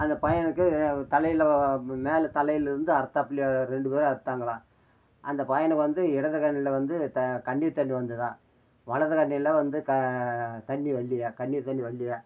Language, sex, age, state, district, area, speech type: Tamil, male, 60+, Tamil Nadu, Namakkal, rural, spontaneous